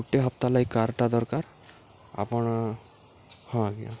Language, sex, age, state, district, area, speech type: Odia, male, 18-30, Odisha, Subarnapur, urban, spontaneous